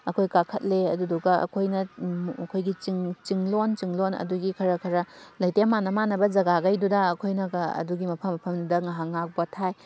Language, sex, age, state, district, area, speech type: Manipuri, female, 18-30, Manipur, Thoubal, rural, spontaneous